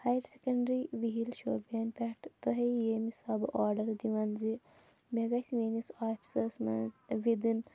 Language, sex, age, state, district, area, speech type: Kashmiri, female, 18-30, Jammu and Kashmir, Shopian, rural, spontaneous